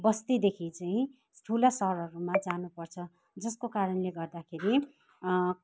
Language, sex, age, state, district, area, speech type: Nepali, female, 45-60, West Bengal, Kalimpong, rural, spontaneous